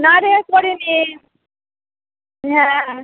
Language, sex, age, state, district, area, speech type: Bengali, female, 18-30, West Bengal, Murshidabad, rural, conversation